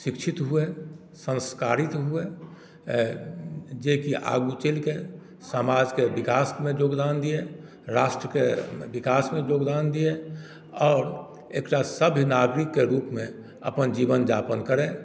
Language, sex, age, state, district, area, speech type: Maithili, male, 60+, Bihar, Madhubani, rural, spontaneous